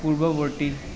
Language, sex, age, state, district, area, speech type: Assamese, male, 18-30, Assam, Nalbari, rural, read